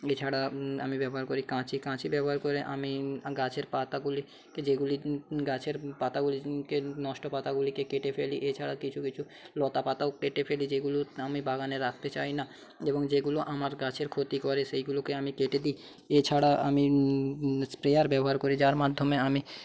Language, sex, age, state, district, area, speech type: Bengali, male, 45-60, West Bengal, Paschim Medinipur, rural, spontaneous